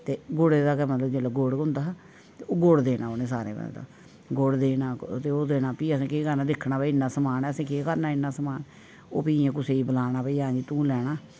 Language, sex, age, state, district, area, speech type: Dogri, female, 45-60, Jammu and Kashmir, Reasi, urban, spontaneous